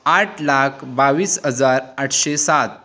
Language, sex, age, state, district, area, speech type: Goan Konkani, male, 18-30, Goa, Canacona, rural, spontaneous